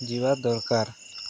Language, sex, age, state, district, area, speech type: Odia, male, 18-30, Odisha, Nabarangpur, urban, spontaneous